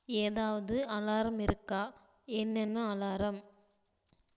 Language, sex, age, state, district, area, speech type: Tamil, female, 18-30, Tamil Nadu, Tiruppur, rural, read